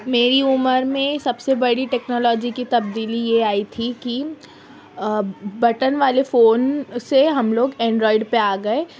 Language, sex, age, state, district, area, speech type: Urdu, female, 30-45, Maharashtra, Nashik, rural, spontaneous